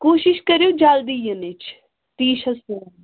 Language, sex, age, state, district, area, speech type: Kashmiri, female, 18-30, Jammu and Kashmir, Pulwama, rural, conversation